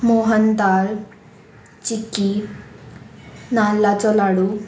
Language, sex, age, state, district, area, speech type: Goan Konkani, female, 18-30, Goa, Murmgao, urban, spontaneous